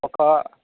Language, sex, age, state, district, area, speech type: Telugu, male, 60+, Andhra Pradesh, Vizianagaram, rural, conversation